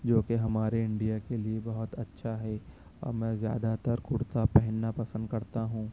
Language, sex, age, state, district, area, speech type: Urdu, male, 18-30, Maharashtra, Nashik, urban, spontaneous